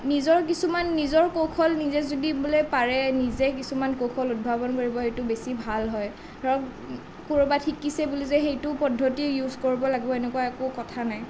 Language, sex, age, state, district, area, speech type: Assamese, female, 18-30, Assam, Nalbari, rural, spontaneous